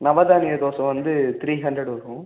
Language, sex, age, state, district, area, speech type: Tamil, male, 18-30, Tamil Nadu, Ariyalur, rural, conversation